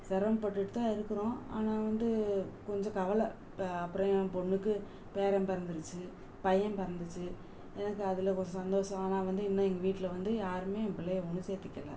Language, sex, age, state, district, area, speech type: Tamil, female, 45-60, Tamil Nadu, Madurai, urban, spontaneous